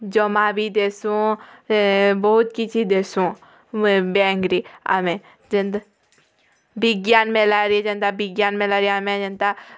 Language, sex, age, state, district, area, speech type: Odia, female, 18-30, Odisha, Bargarh, urban, spontaneous